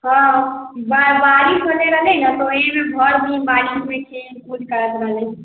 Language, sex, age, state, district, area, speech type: Maithili, female, 30-45, Bihar, Sitamarhi, rural, conversation